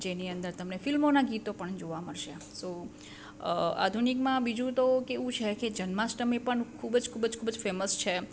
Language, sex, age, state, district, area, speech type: Gujarati, female, 45-60, Gujarat, Surat, urban, spontaneous